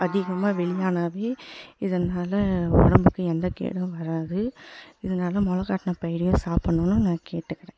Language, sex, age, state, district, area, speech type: Tamil, female, 18-30, Tamil Nadu, Tiruvannamalai, rural, spontaneous